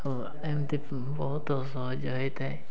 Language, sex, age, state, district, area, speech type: Odia, male, 18-30, Odisha, Mayurbhanj, rural, spontaneous